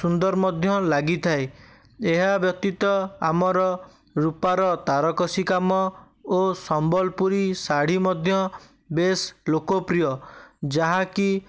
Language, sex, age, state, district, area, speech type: Odia, male, 18-30, Odisha, Bhadrak, rural, spontaneous